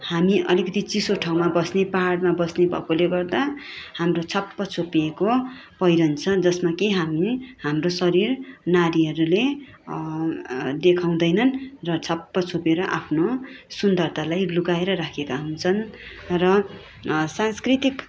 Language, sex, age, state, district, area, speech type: Nepali, female, 30-45, West Bengal, Darjeeling, rural, spontaneous